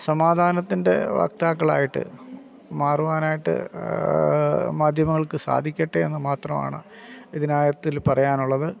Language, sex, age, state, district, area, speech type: Malayalam, male, 45-60, Kerala, Alappuzha, rural, spontaneous